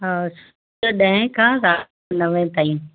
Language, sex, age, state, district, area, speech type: Sindhi, female, 60+, Maharashtra, Ahmednagar, urban, conversation